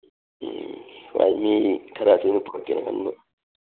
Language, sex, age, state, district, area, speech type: Manipuri, male, 30-45, Manipur, Thoubal, rural, conversation